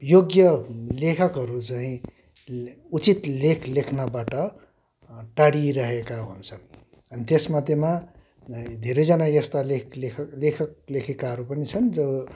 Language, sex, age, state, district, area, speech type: Nepali, male, 60+, West Bengal, Kalimpong, rural, spontaneous